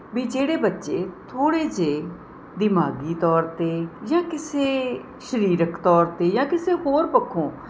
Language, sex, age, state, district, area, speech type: Punjabi, female, 45-60, Punjab, Mohali, urban, spontaneous